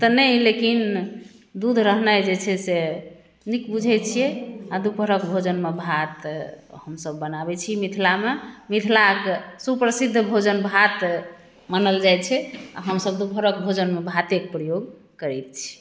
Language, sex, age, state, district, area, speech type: Maithili, female, 30-45, Bihar, Madhubani, urban, spontaneous